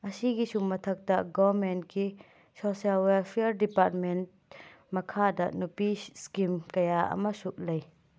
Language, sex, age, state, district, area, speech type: Manipuri, female, 45-60, Manipur, Imphal West, urban, spontaneous